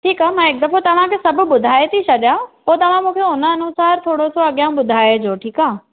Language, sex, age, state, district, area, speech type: Sindhi, female, 18-30, Maharashtra, Thane, urban, conversation